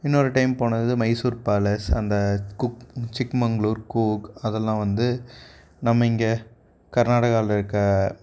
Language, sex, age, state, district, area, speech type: Tamil, male, 18-30, Tamil Nadu, Coimbatore, rural, spontaneous